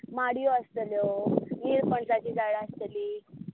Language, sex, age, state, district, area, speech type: Goan Konkani, female, 18-30, Goa, Bardez, urban, conversation